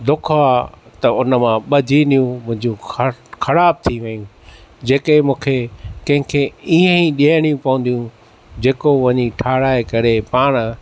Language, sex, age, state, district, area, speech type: Sindhi, male, 45-60, Maharashtra, Thane, urban, spontaneous